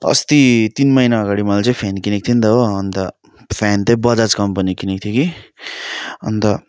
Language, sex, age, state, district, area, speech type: Nepali, male, 30-45, West Bengal, Darjeeling, rural, spontaneous